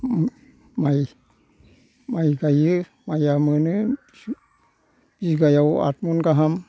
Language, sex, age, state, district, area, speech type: Bodo, male, 60+, Assam, Kokrajhar, urban, spontaneous